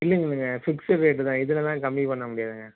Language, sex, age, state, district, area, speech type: Tamil, male, 18-30, Tamil Nadu, Nagapattinam, rural, conversation